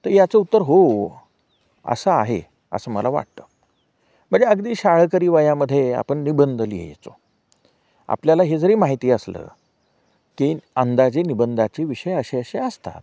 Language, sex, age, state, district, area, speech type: Marathi, male, 45-60, Maharashtra, Nanded, urban, spontaneous